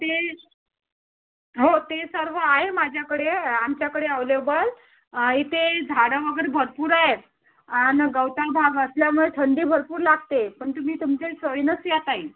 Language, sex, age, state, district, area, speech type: Marathi, female, 30-45, Maharashtra, Thane, urban, conversation